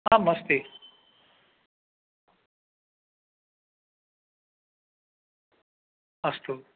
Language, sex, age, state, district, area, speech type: Sanskrit, male, 60+, Telangana, Hyderabad, urban, conversation